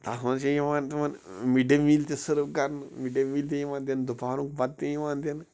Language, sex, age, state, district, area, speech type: Kashmiri, male, 30-45, Jammu and Kashmir, Bandipora, rural, spontaneous